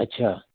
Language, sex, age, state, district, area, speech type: Sindhi, male, 60+, Delhi, South Delhi, rural, conversation